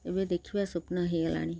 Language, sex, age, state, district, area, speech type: Odia, female, 45-60, Odisha, Kendrapara, urban, spontaneous